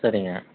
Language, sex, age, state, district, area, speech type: Tamil, male, 45-60, Tamil Nadu, Dharmapuri, urban, conversation